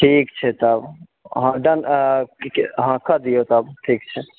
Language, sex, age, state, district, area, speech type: Maithili, male, 60+, Bihar, Purnia, urban, conversation